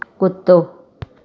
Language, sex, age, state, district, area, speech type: Sindhi, female, 45-60, Gujarat, Surat, urban, read